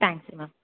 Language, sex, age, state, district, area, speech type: Kannada, female, 18-30, Karnataka, Gulbarga, urban, conversation